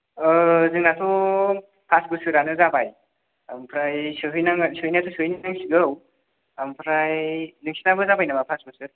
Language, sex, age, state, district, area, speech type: Bodo, male, 18-30, Assam, Kokrajhar, rural, conversation